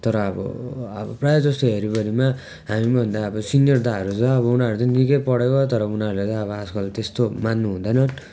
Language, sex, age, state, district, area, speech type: Nepali, male, 18-30, West Bengal, Darjeeling, rural, spontaneous